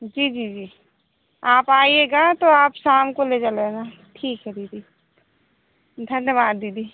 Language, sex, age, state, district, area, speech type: Hindi, female, 18-30, Madhya Pradesh, Seoni, urban, conversation